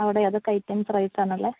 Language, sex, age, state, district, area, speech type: Malayalam, female, 30-45, Kerala, Palakkad, urban, conversation